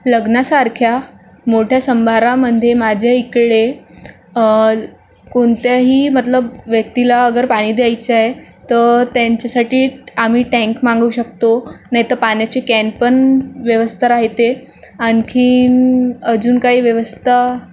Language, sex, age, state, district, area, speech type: Marathi, female, 18-30, Maharashtra, Nagpur, urban, spontaneous